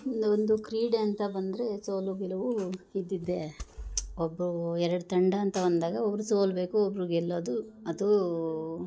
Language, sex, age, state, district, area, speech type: Kannada, female, 30-45, Karnataka, Chikkamagaluru, rural, spontaneous